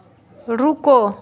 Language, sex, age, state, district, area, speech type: Hindi, female, 60+, Bihar, Madhepura, urban, read